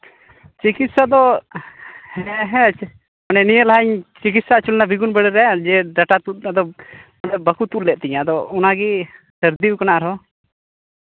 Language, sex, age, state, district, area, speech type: Santali, male, 18-30, West Bengal, Malda, rural, conversation